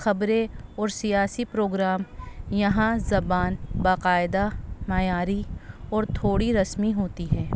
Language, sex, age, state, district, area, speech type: Urdu, female, 30-45, Delhi, North East Delhi, urban, spontaneous